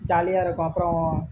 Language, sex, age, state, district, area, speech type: Tamil, male, 18-30, Tamil Nadu, Namakkal, rural, spontaneous